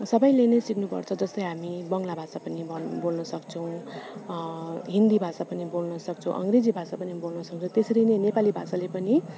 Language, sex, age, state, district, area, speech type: Nepali, female, 30-45, West Bengal, Darjeeling, rural, spontaneous